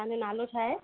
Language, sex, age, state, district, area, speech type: Sindhi, female, 30-45, Rajasthan, Ajmer, urban, conversation